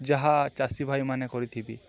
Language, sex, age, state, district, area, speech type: Odia, male, 18-30, Odisha, Balangir, urban, spontaneous